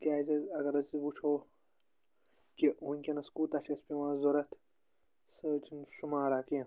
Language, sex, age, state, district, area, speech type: Kashmiri, male, 18-30, Jammu and Kashmir, Anantnag, rural, spontaneous